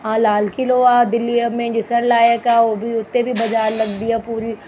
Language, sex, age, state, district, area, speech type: Sindhi, female, 30-45, Delhi, South Delhi, urban, spontaneous